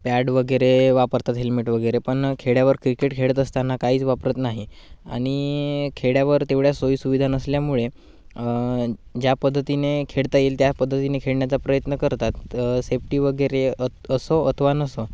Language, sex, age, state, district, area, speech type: Marathi, male, 18-30, Maharashtra, Gadchiroli, rural, spontaneous